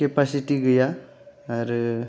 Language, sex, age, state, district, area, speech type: Bodo, male, 30-45, Assam, Kokrajhar, urban, spontaneous